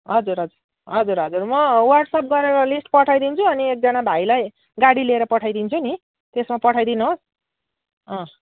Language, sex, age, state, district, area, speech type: Nepali, female, 45-60, West Bengal, Jalpaiguri, urban, conversation